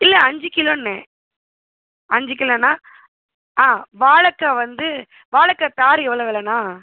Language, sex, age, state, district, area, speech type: Tamil, female, 45-60, Tamil Nadu, Pudukkottai, rural, conversation